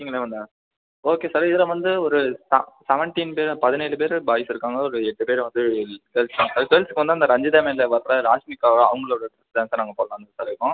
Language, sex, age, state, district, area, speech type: Tamil, male, 18-30, Tamil Nadu, Pudukkottai, rural, conversation